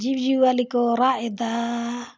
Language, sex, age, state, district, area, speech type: Santali, female, 60+, Jharkhand, Bokaro, rural, spontaneous